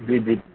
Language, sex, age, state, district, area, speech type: Urdu, male, 45-60, Maharashtra, Nashik, urban, conversation